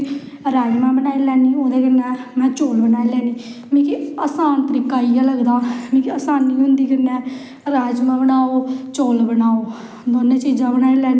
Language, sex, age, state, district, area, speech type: Dogri, female, 30-45, Jammu and Kashmir, Samba, rural, spontaneous